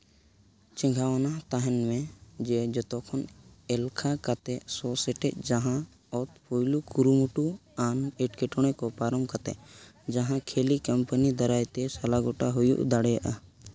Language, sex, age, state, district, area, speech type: Santali, male, 18-30, Jharkhand, East Singhbhum, rural, read